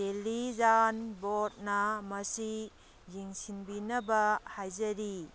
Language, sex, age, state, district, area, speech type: Manipuri, female, 45-60, Manipur, Kangpokpi, urban, read